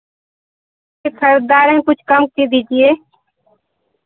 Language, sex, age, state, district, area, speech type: Hindi, female, 30-45, Uttar Pradesh, Pratapgarh, rural, conversation